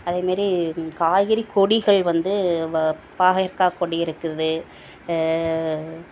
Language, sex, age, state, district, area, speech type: Tamil, female, 30-45, Tamil Nadu, Thoothukudi, rural, spontaneous